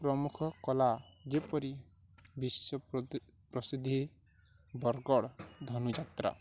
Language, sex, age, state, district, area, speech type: Odia, male, 18-30, Odisha, Balangir, urban, spontaneous